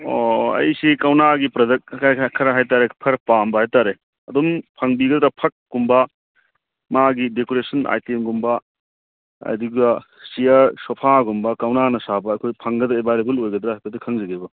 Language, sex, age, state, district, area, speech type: Manipuri, male, 45-60, Manipur, Churachandpur, rural, conversation